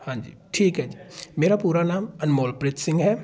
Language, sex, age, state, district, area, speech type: Punjabi, male, 18-30, Punjab, Patiala, rural, spontaneous